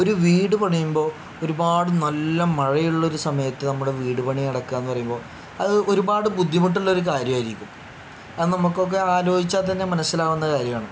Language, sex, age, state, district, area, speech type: Malayalam, male, 45-60, Kerala, Palakkad, rural, spontaneous